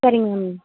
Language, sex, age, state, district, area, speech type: Tamil, female, 18-30, Tamil Nadu, Tiruvarur, urban, conversation